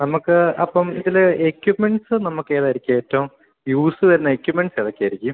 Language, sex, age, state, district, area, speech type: Malayalam, male, 18-30, Kerala, Idukki, rural, conversation